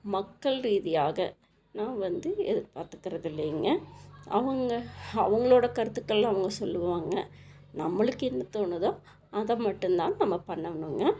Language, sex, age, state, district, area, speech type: Tamil, female, 45-60, Tamil Nadu, Tiruppur, rural, spontaneous